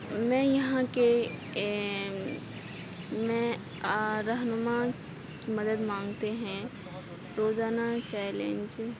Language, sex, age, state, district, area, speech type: Urdu, female, 18-30, Uttar Pradesh, Aligarh, rural, spontaneous